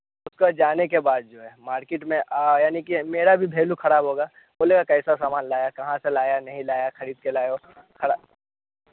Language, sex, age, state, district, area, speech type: Hindi, male, 18-30, Bihar, Vaishali, rural, conversation